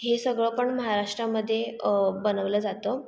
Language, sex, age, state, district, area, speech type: Marathi, female, 18-30, Maharashtra, Mumbai Suburban, urban, spontaneous